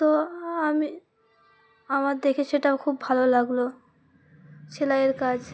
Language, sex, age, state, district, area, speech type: Bengali, female, 18-30, West Bengal, Uttar Dinajpur, urban, spontaneous